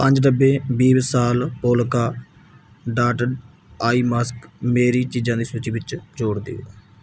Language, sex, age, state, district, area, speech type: Punjabi, male, 18-30, Punjab, Mansa, rural, read